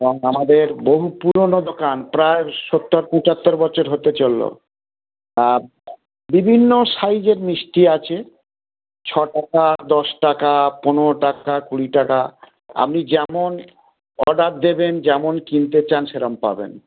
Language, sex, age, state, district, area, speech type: Bengali, male, 45-60, West Bengal, Dakshin Dinajpur, rural, conversation